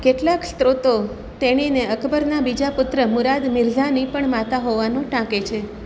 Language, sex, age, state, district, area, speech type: Gujarati, female, 45-60, Gujarat, Surat, rural, read